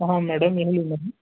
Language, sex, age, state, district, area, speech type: Kannada, male, 60+, Karnataka, Kolar, rural, conversation